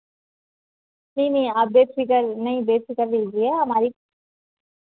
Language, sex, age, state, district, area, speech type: Hindi, female, 18-30, Madhya Pradesh, Harda, urban, conversation